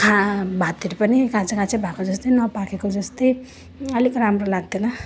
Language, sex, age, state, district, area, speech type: Nepali, female, 30-45, West Bengal, Jalpaiguri, rural, spontaneous